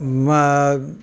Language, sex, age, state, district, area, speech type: Marathi, male, 30-45, Maharashtra, Beed, urban, spontaneous